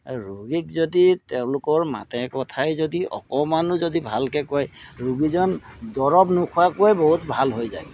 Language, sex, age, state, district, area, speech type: Assamese, male, 60+, Assam, Golaghat, urban, spontaneous